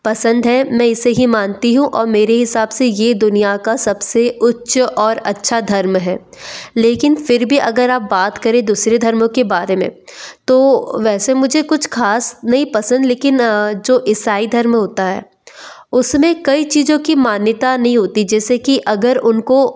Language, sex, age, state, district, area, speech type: Hindi, female, 18-30, Madhya Pradesh, Betul, urban, spontaneous